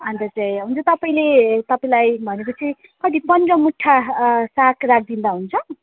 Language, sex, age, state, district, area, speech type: Nepali, female, 30-45, West Bengal, Jalpaiguri, urban, conversation